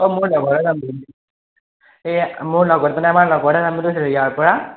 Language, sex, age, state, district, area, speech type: Assamese, male, 18-30, Assam, Majuli, urban, conversation